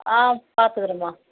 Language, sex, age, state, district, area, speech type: Tamil, female, 45-60, Tamil Nadu, Viluppuram, rural, conversation